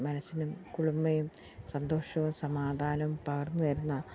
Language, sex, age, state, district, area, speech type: Malayalam, female, 45-60, Kerala, Pathanamthitta, rural, spontaneous